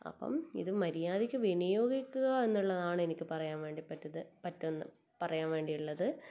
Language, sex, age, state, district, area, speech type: Malayalam, female, 18-30, Kerala, Kannur, rural, spontaneous